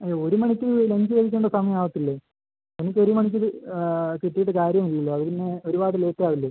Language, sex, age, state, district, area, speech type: Malayalam, male, 18-30, Kerala, Thiruvananthapuram, rural, conversation